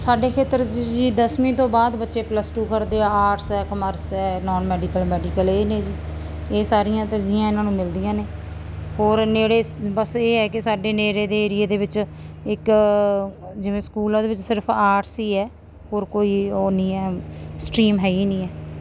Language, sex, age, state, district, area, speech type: Punjabi, female, 30-45, Punjab, Mansa, rural, spontaneous